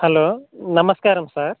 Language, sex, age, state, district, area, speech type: Telugu, male, 18-30, Telangana, Khammam, urban, conversation